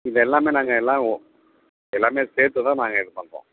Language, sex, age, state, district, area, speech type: Tamil, male, 45-60, Tamil Nadu, Perambalur, urban, conversation